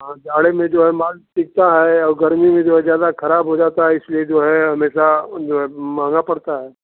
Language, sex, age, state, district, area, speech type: Hindi, male, 60+, Uttar Pradesh, Ghazipur, rural, conversation